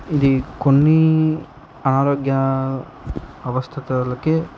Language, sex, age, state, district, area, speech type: Telugu, male, 18-30, Andhra Pradesh, Nandyal, urban, spontaneous